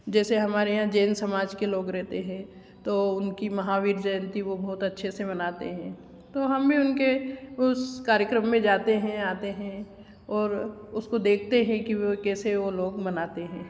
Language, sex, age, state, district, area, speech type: Hindi, female, 60+, Madhya Pradesh, Ujjain, urban, spontaneous